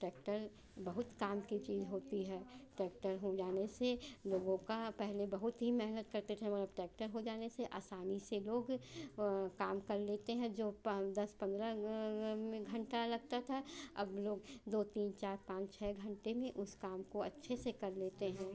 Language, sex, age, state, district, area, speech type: Hindi, female, 45-60, Uttar Pradesh, Chandauli, rural, spontaneous